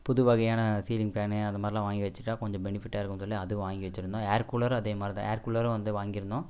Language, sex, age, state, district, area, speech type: Tamil, male, 18-30, Tamil Nadu, Coimbatore, rural, spontaneous